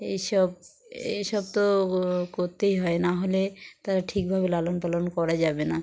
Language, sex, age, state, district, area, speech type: Bengali, female, 45-60, West Bengal, Dakshin Dinajpur, urban, spontaneous